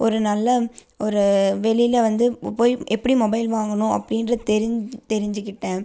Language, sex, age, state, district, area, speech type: Tamil, female, 18-30, Tamil Nadu, Coimbatore, urban, spontaneous